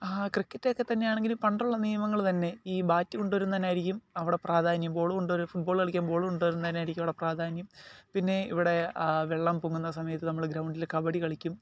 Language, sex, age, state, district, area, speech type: Malayalam, male, 18-30, Kerala, Alappuzha, rural, spontaneous